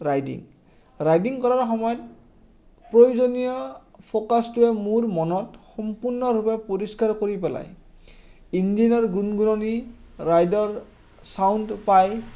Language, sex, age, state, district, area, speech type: Assamese, male, 30-45, Assam, Udalguri, rural, spontaneous